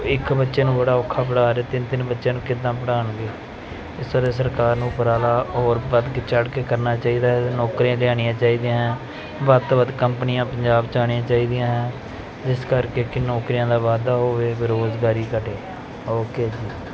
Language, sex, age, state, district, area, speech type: Punjabi, male, 30-45, Punjab, Pathankot, urban, spontaneous